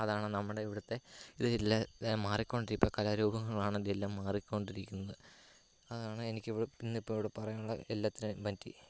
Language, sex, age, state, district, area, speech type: Malayalam, male, 18-30, Kerala, Kottayam, rural, spontaneous